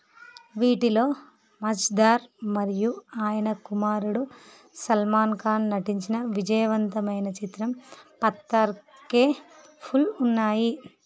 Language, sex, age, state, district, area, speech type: Telugu, female, 30-45, Andhra Pradesh, Visakhapatnam, urban, read